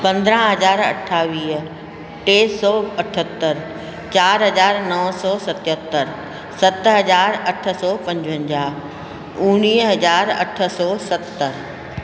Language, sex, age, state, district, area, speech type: Sindhi, female, 60+, Rajasthan, Ajmer, urban, spontaneous